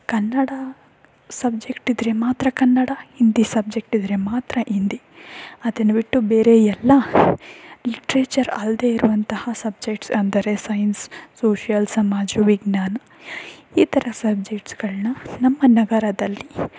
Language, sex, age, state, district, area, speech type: Kannada, female, 18-30, Karnataka, Tumkur, rural, spontaneous